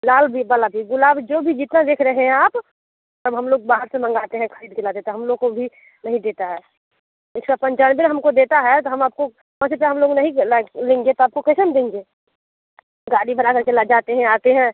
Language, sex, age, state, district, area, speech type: Hindi, female, 30-45, Bihar, Muzaffarpur, rural, conversation